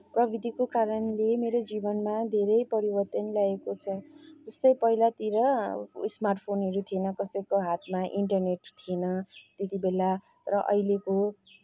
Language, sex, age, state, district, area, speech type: Nepali, female, 30-45, West Bengal, Kalimpong, rural, spontaneous